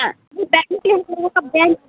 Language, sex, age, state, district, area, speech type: Hindi, female, 18-30, Bihar, Muzaffarpur, rural, conversation